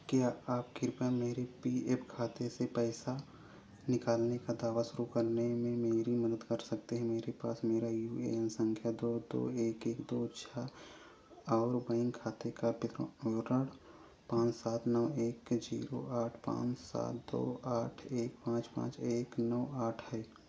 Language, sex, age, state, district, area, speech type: Hindi, male, 45-60, Uttar Pradesh, Ayodhya, rural, read